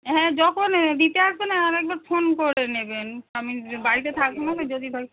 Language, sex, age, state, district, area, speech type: Bengali, female, 45-60, West Bengal, Hooghly, rural, conversation